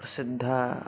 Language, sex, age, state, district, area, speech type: Sanskrit, male, 18-30, Maharashtra, Aurangabad, urban, spontaneous